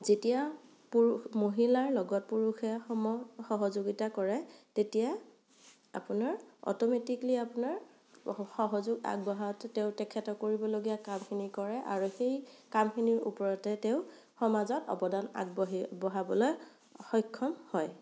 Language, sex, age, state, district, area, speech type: Assamese, female, 18-30, Assam, Morigaon, rural, spontaneous